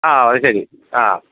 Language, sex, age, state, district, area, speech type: Malayalam, male, 45-60, Kerala, Alappuzha, urban, conversation